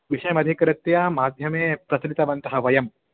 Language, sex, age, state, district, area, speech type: Sanskrit, male, 18-30, Telangana, Mahbubnagar, urban, conversation